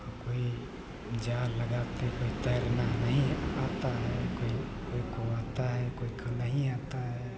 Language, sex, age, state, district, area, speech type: Hindi, male, 45-60, Uttar Pradesh, Hardoi, rural, spontaneous